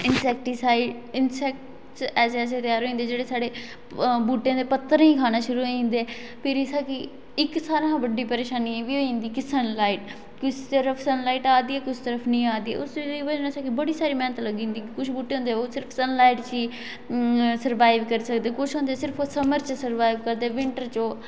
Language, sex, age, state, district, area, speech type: Dogri, female, 18-30, Jammu and Kashmir, Kathua, rural, spontaneous